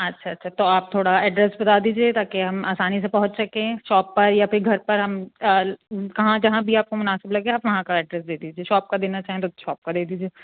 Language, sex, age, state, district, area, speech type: Urdu, female, 45-60, Uttar Pradesh, Rampur, urban, conversation